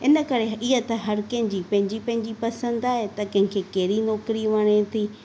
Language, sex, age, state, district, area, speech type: Sindhi, female, 30-45, Maharashtra, Thane, urban, spontaneous